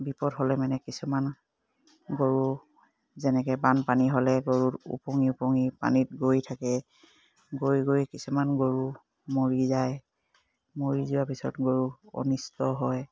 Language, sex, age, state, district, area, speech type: Assamese, female, 45-60, Assam, Dibrugarh, rural, spontaneous